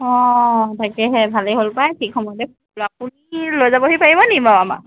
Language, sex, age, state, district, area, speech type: Assamese, female, 45-60, Assam, Lakhimpur, rural, conversation